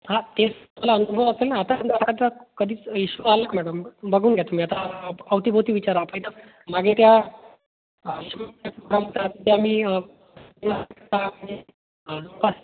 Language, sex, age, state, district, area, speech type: Marathi, male, 30-45, Maharashtra, Amravati, rural, conversation